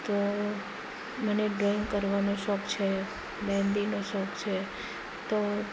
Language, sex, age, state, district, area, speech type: Gujarati, female, 18-30, Gujarat, Rajkot, rural, spontaneous